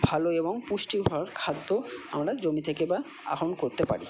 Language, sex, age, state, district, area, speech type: Bengali, male, 45-60, West Bengal, Purba Bardhaman, urban, spontaneous